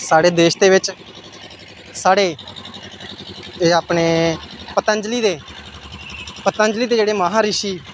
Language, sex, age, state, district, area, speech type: Dogri, male, 18-30, Jammu and Kashmir, Samba, rural, spontaneous